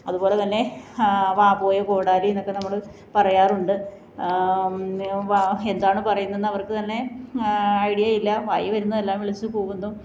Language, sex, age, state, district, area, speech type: Malayalam, female, 30-45, Kerala, Alappuzha, rural, spontaneous